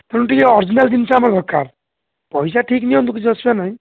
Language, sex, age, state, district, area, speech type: Odia, male, 60+, Odisha, Jharsuguda, rural, conversation